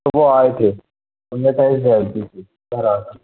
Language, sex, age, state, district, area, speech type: Hindi, male, 18-30, Madhya Pradesh, Jabalpur, urban, conversation